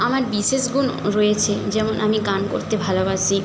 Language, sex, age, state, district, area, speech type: Bengali, female, 45-60, West Bengal, Jhargram, rural, spontaneous